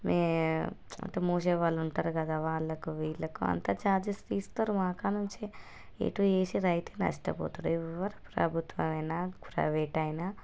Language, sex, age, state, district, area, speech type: Telugu, female, 30-45, Telangana, Hanamkonda, rural, spontaneous